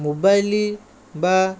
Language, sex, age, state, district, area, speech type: Odia, male, 60+, Odisha, Jajpur, rural, spontaneous